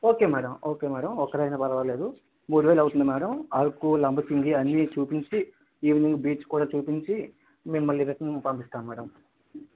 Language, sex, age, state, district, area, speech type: Telugu, male, 18-30, Andhra Pradesh, Visakhapatnam, rural, conversation